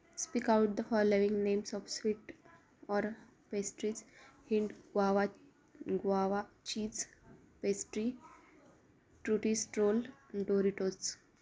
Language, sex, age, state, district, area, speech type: Marathi, female, 18-30, Maharashtra, Ahmednagar, rural, spontaneous